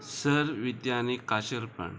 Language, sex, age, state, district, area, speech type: Goan Konkani, male, 30-45, Goa, Murmgao, rural, spontaneous